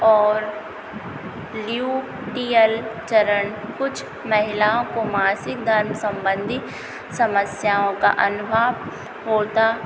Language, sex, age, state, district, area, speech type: Hindi, female, 30-45, Madhya Pradesh, Hoshangabad, rural, spontaneous